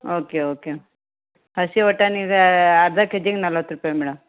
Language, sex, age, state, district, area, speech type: Kannada, female, 30-45, Karnataka, Uttara Kannada, rural, conversation